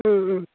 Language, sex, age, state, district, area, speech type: Assamese, female, 30-45, Assam, Udalguri, rural, conversation